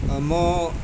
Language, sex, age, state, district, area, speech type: Nepali, male, 18-30, West Bengal, Darjeeling, rural, spontaneous